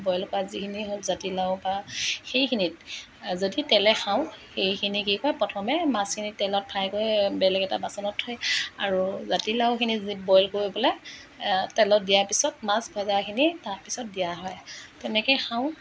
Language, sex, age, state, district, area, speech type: Assamese, female, 30-45, Assam, Morigaon, rural, spontaneous